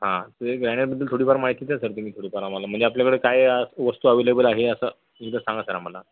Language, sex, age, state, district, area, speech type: Marathi, male, 30-45, Maharashtra, Buldhana, urban, conversation